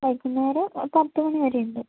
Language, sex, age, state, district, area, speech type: Malayalam, female, 18-30, Kerala, Wayanad, rural, conversation